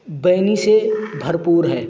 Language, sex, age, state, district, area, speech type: Urdu, male, 18-30, Uttar Pradesh, Balrampur, rural, spontaneous